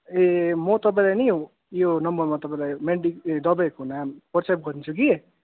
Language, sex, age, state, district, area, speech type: Nepali, male, 18-30, West Bengal, Kalimpong, rural, conversation